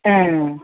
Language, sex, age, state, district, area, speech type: Kannada, female, 30-45, Karnataka, Kodagu, rural, conversation